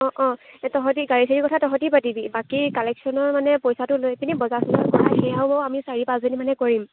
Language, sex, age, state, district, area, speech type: Assamese, female, 18-30, Assam, Lakhimpur, rural, conversation